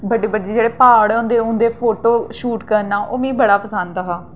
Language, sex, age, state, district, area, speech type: Dogri, female, 18-30, Jammu and Kashmir, Jammu, rural, spontaneous